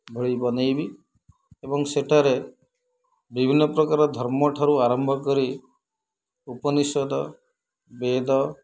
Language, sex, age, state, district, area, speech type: Odia, male, 45-60, Odisha, Kendrapara, urban, spontaneous